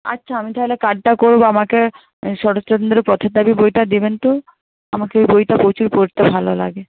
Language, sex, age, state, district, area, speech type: Bengali, female, 45-60, West Bengal, Hooghly, urban, conversation